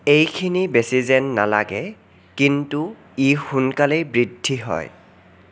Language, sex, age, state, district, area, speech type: Assamese, male, 18-30, Assam, Sonitpur, rural, read